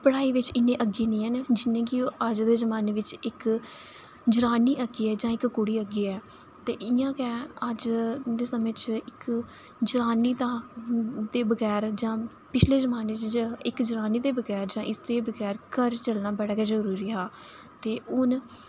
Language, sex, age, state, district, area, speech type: Dogri, female, 18-30, Jammu and Kashmir, Reasi, rural, spontaneous